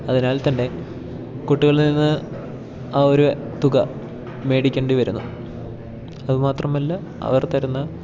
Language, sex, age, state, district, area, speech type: Malayalam, male, 18-30, Kerala, Idukki, rural, spontaneous